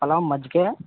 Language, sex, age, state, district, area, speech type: Kannada, male, 18-30, Karnataka, Koppal, rural, conversation